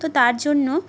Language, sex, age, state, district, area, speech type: Bengali, female, 18-30, West Bengal, Jhargram, rural, spontaneous